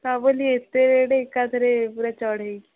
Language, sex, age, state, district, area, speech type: Odia, female, 18-30, Odisha, Jagatsinghpur, rural, conversation